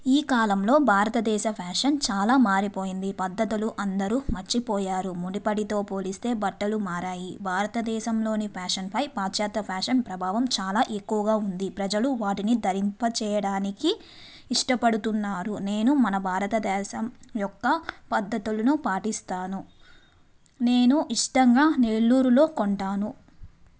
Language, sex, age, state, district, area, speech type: Telugu, female, 30-45, Andhra Pradesh, Nellore, urban, spontaneous